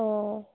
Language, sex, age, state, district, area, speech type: Assamese, female, 18-30, Assam, Dibrugarh, rural, conversation